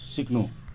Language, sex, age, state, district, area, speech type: Nepali, male, 45-60, West Bengal, Jalpaiguri, rural, read